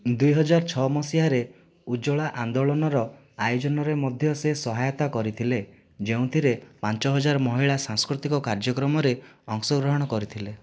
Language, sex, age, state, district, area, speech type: Odia, male, 30-45, Odisha, Kandhamal, rural, read